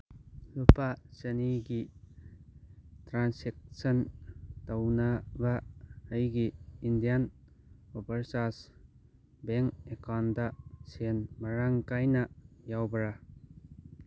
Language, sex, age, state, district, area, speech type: Manipuri, male, 18-30, Manipur, Churachandpur, rural, read